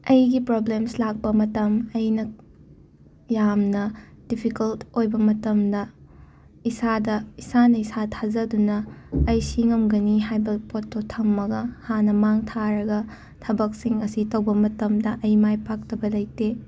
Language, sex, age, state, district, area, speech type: Manipuri, female, 45-60, Manipur, Imphal West, urban, spontaneous